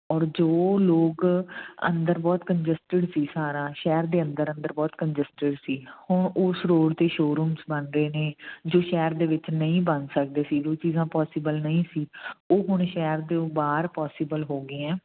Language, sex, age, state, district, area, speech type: Punjabi, female, 45-60, Punjab, Fazilka, rural, conversation